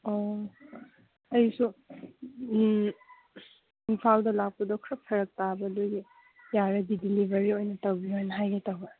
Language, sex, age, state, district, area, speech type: Manipuri, female, 18-30, Manipur, Kangpokpi, urban, conversation